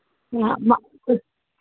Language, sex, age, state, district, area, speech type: Dogri, female, 30-45, Jammu and Kashmir, Jammu, rural, conversation